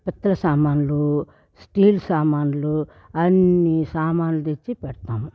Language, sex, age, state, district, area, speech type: Telugu, female, 60+, Andhra Pradesh, Sri Balaji, urban, spontaneous